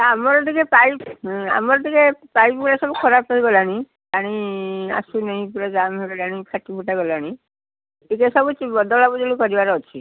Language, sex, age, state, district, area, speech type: Odia, female, 60+, Odisha, Cuttack, urban, conversation